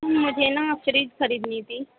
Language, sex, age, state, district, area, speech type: Urdu, female, 18-30, Uttar Pradesh, Gautam Buddha Nagar, urban, conversation